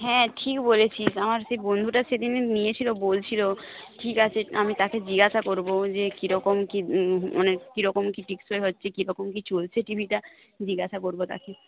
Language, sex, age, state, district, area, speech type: Bengali, female, 18-30, West Bengal, Paschim Medinipur, rural, conversation